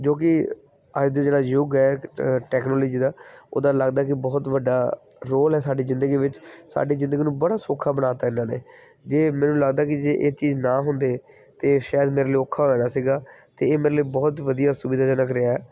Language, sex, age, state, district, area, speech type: Punjabi, male, 30-45, Punjab, Kapurthala, urban, spontaneous